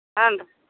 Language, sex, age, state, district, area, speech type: Kannada, female, 45-60, Karnataka, Vijayapura, rural, conversation